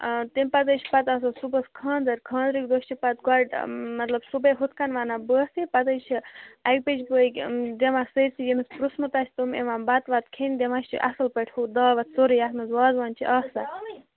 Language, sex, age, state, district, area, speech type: Kashmiri, female, 45-60, Jammu and Kashmir, Kupwara, urban, conversation